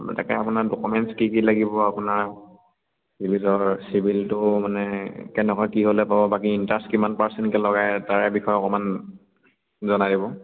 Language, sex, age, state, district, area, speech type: Assamese, male, 18-30, Assam, Sivasagar, rural, conversation